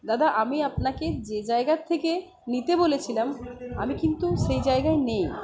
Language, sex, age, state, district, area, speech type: Bengali, female, 30-45, West Bengal, Uttar Dinajpur, rural, spontaneous